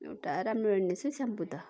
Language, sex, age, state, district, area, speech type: Nepali, female, 45-60, West Bengal, Darjeeling, rural, spontaneous